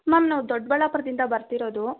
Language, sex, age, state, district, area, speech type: Kannada, female, 18-30, Karnataka, Bangalore Rural, rural, conversation